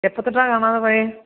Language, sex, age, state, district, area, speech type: Malayalam, female, 30-45, Kerala, Idukki, rural, conversation